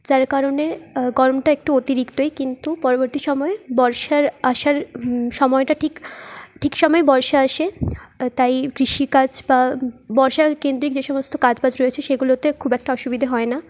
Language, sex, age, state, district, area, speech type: Bengali, female, 18-30, West Bengal, Jhargram, rural, spontaneous